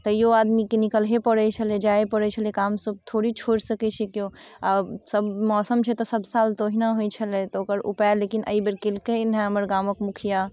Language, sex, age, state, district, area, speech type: Maithili, female, 18-30, Bihar, Muzaffarpur, urban, spontaneous